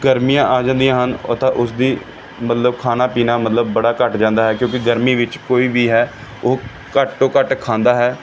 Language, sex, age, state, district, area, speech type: Punjabi, male, 30-45, Punjab, Pathankot, urban, spontaneous